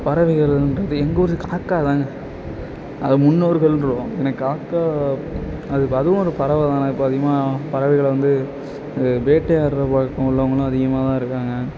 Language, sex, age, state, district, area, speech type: Tamil, male, 18-30, Tamil Nadu, Nagapattinam, rural, spontaneous